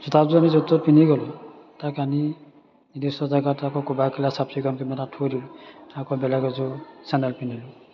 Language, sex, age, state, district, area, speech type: Assamese, male, 30-45, Assam, Majuli, urban, spontaneous